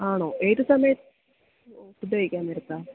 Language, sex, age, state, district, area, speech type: Malayalam, female, 18-30, Kerala, Idukki, rural, conversation